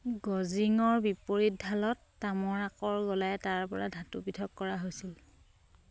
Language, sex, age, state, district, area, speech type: Assamese, female, 30-45, Assam, Sivasagar, rural, read